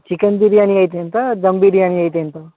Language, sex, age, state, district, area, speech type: Telugu, male, 30-45, Telangana, Hyderabad, urban, conversation